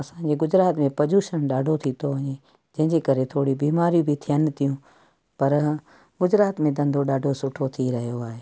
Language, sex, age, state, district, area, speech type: Sindhi, female, 45-60, Gujarat, Kutch, urban, spontaneous